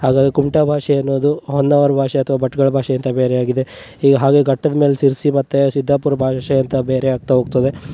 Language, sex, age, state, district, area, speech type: Kannada, male, 18-30, Karnataka, Uttara Kannada, rural, spontaneous